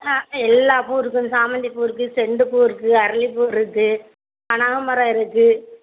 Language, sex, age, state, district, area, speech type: Tamil, female, 45-60, Tamil Nadu, Thoothukudi, rural, conversation